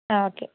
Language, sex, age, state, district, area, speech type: Malayalam, female, 18-30, Kerala, Kozhikode, rural, conversation